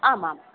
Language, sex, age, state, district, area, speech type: Sanskrit, female, 30-45, Kerala, Ernakulam, urban, conversation